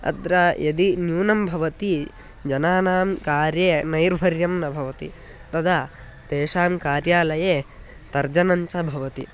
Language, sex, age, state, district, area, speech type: Sanskrit, male, 18-30, Karnataka, Tumkur, urban, spontaneous